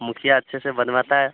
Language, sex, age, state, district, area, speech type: Hindi, male, 18-30, Bihar, Vaishali, rural, conversation